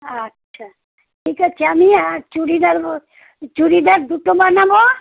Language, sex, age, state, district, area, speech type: Bengali, female, 60+, West Bengal, Kolkata, urban, conversation